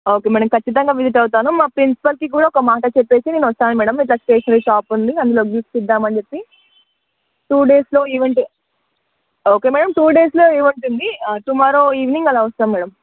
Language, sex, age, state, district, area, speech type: Telugu, female, 18-30, Telangana, Nalgonda, urban, conversation